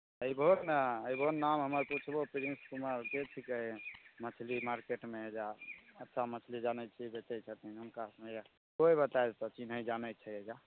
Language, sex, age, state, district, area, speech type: Maithili, male, 18-30, Bihar, Begusarai, rural, conversation